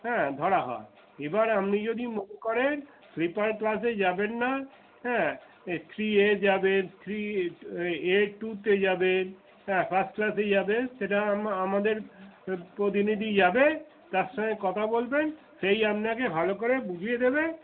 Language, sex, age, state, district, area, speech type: Bengali, male, 60+, West Bengal, Darjeeling, rural, conversation